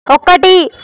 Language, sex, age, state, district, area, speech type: Telugu, female, 18-30, Telangana, Jayashankar, rural, read